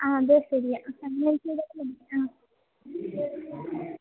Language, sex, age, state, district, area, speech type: Malayalam, female, 18-30, Kerala, Idukki, rural, conversation